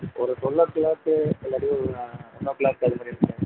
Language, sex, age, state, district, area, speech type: Tamil, male, 30-45, Tamil Nadu, Pudukkottai, rural, conversation